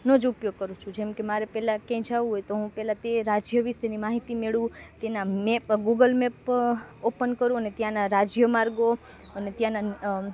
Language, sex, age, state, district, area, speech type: Gujarati, female, 30-45, Gujarat, Rajkot, rural, spontaneous